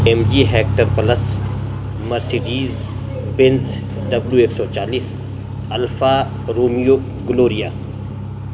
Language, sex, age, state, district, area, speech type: Urdu, male, 45-60, Delhi, South Delhi, urban, spontaneous